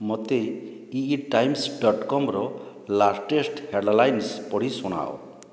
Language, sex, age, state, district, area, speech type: Odia, male, 45-60, Odisha, Boudh, rural, read